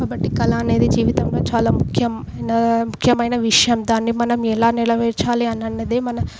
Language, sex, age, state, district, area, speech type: Telugu, female, 18-30, Telangana, Medak, urban, spontaneous